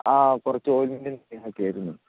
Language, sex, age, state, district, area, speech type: Malayalam, male, 18-30, Kerala, Wayanad, rural, conversation